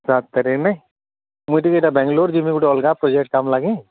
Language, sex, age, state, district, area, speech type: Odia, male, 45-60, Odisha, Nuapada, urban, conversation